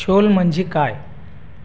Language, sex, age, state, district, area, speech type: Marathi, male, 18-30, Maharashtra, Buldhana, urban, read